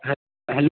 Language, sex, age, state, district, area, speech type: Maithili, male, 18-30, Bihar, Darbhanga, rural, conversation